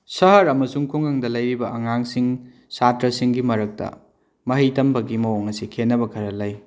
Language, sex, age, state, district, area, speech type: Manipuri, male, 30-45, Manipur, Kakching, rural, spontaneous